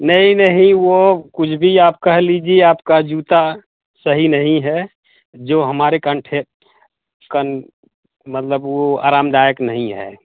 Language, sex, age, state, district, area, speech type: Hindi, male, 45-60, Uttar Pradesh, Mau, urban, conversation